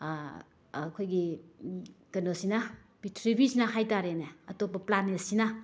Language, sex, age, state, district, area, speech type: Manipuri, female, 30-45, Manipur, Bishnupur, rural, spontaneous